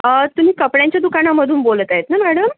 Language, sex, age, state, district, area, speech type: Marathi, female, 18-30, Maharashtra, Yavatmal, urban, conversation